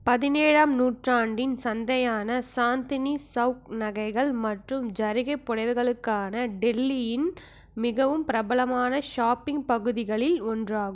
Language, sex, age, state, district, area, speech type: Tamil, female, 30-45, Tamil Nadu, Mayiladuthurai, rural, read